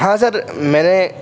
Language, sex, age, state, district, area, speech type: Urdu, male, 18-30, Uttar Pradesh, Muzaffarnagar, urban, spontaneous